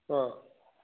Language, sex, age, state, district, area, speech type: Manipuri, male, 45-60, Manipur, Chandel, rural, conversation